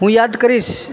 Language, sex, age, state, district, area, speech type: Gujarati, male, 30-45, Gujarat, Junagadh, rural, spontaneous